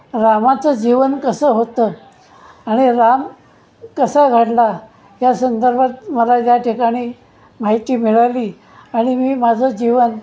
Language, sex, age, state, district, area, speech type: Marathi, male, 60+, Maharashtra, Pune, urban, spontaneous